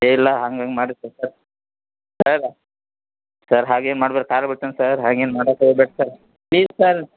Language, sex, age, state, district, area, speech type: Kannada, male, 30-45, Karnataka, Belgaum, rural, conversation